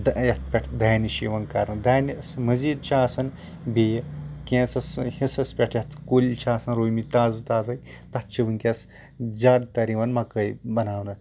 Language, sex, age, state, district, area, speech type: Kashmiri, male, 18-30, Jammu and Kashmir, Anantnag, rural, spontaneous